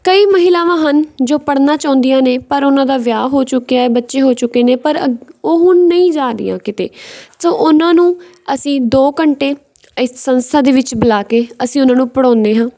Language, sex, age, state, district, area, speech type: Punjabi, female, 18-30, Punjab, Patiala, rural, spontaneous